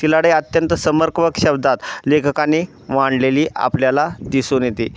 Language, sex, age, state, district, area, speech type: Marathi, male, 30-45, Maharashtra, Osmanabad, rural, spontaneous